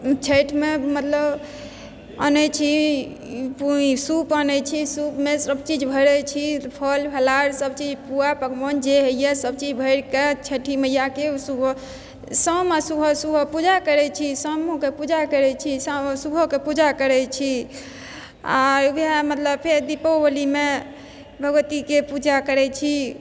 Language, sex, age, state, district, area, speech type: Maithili, female, 30-45, Bihar, Purnia, rural, spontaneous